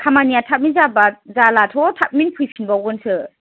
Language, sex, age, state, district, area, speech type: Bodo, female, 18-30, Assam, Chirang, rural, conversation